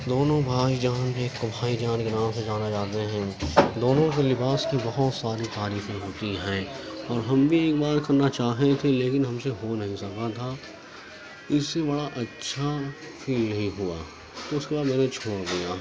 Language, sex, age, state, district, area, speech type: Urdu, male, 30-45, Uttar Pradesh, Gautam Buddha Nagar, rural, spontaneous